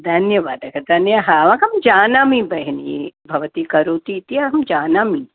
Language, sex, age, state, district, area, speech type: Sanskrit, female, 45-60, Tamil Nadu, Thanjavur, urban, conversation